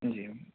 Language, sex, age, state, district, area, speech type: Urdu, female, 30-45, Uttar Pradesh, Gautam Buddha Nagar, rural, conversation